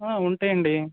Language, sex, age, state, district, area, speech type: Telugu, male, 18-30, Andhra Pradesh, Anakapalli, rural, conversation